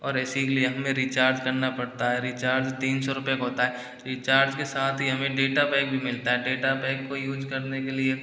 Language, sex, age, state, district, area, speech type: Hindi, male, 30-45, Rajasthan, Karauli, rural, spontaneous